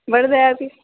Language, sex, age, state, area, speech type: Sanskrit, other, 18-30, Rajasthan, urban, conversation